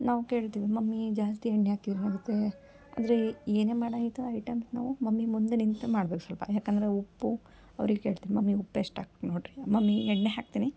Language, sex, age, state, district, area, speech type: Kannada, female, 18-30, Karnataka, Koppal, urban, spontaneous